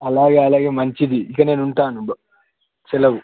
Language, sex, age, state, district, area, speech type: Telugu, male, 18-30, Telangana, Yadadri Bhuvanagiri, urban, conversation